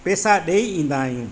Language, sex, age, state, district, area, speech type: Sindhi, male, 45-60, Madhya Pradesh, Katni, urban, spontaneous